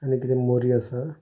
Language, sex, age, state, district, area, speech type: Goan Konkani, male, 45-60, Goa, Canacona, rural, spontaneous